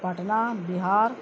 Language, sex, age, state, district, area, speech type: Urdu, female, 45-60, Bihar, Gaya, urban, spontaneous